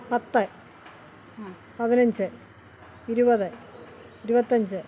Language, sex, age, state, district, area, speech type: Malayalam, female, 45-60, Kerala, Alappuzha, rural, spontaneous